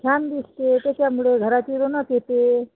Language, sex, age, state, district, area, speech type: Marathi, female, 30-45, Maharashtra, Washim, rural, conversation